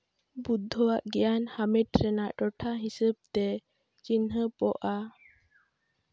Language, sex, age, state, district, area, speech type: Santali, female, 18-30, West Bengal, Jhargram, rural, read